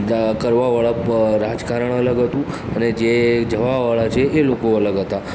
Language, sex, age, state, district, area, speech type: Gujarati, male, 60+, Gujarat, Aravalli, urban, spontaneous